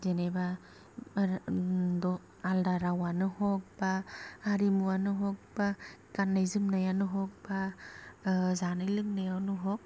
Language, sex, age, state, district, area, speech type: Bodo, female, 18-30, Assam, Kokrajhar, rural, spontaneous